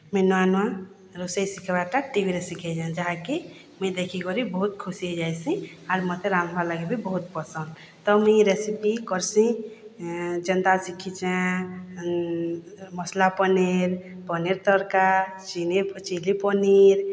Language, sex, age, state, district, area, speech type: Odia, female, 45-60, Odisha, Boudh, rural, spontaneous